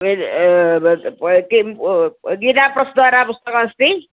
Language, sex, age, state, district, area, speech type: Sanskrit, female, 45-60, Kerala, Thiruvananthapuram, urban, conversation